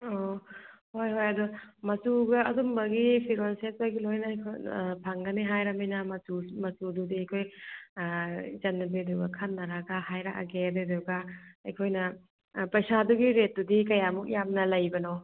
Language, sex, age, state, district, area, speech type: Manipuri, female, 45-60, Manipur, Churachandpur, rural, conversation